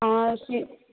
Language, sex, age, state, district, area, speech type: Telugu, female, 30-45, Telangana, Peddapalli, urban, conversation